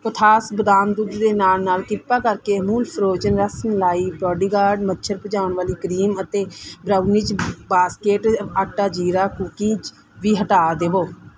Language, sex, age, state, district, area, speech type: Punjabi, female, 30-45, Punjab, Mansa, urban, read